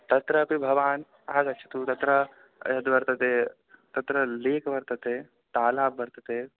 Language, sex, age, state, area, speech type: Sanskrit, male, 18-30, Madhya Pradesh, rural, conversation